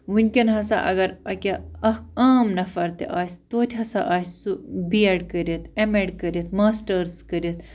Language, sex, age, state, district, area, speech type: Kashmiri, female, 30-45, Jammu and Kashmir, Baramulla, rural, spontaneous